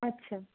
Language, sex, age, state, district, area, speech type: Bengali, female, 60+, West Bengal, Purba Bardhaman, urban, conversation